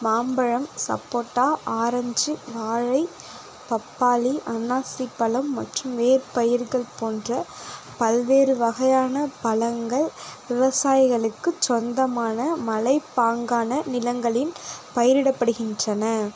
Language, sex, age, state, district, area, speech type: Tamil, female, 18-30, Tamil Nadu, Nagapattinam, rural, read